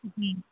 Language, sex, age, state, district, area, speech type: Hindi, female, 30-45, Uttar Pradesh, Sitapur, rural, conversation